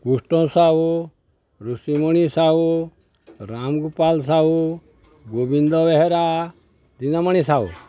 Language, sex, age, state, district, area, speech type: Odia, male, 60+, Odisha, Balangir, urban, spontaneous